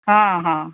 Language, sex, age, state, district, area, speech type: Odia, female, 60+, Odisha, Gajapati, rural, conversation